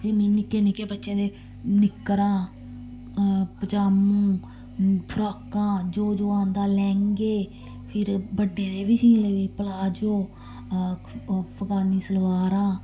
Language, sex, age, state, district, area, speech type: Dogri, female, 30-45, Jammu and Kashmir, Samba, rural, spontaneous